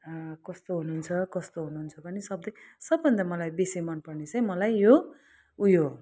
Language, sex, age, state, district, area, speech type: Nepali, female, 45-60, West Bengal, Kalimpong, rural, spontaneous